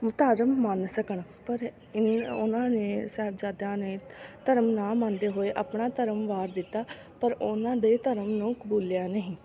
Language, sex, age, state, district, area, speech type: Punjabi, female, 18-30, Punjab, Fatehgarh Sahib, rural, spontaneous